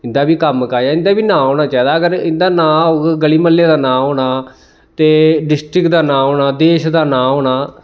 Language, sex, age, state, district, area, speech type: Dogri, male, 30-45, Jammu and Kashmir, Samba, rural, spontaneous